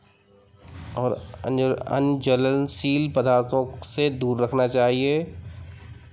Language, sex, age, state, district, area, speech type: Hindi, male, 30-45, Madhya Pradesh, Hoshangabad, urban, spontaneous